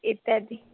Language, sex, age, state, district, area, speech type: Marathi, female, 60+, Maharashtra, Nagpur, urban, conversation